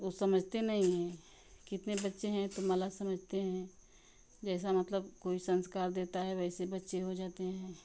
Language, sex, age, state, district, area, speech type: Hindi, female, 30-45, Uttar Pradesh, Ghazipur, rural, spontaneous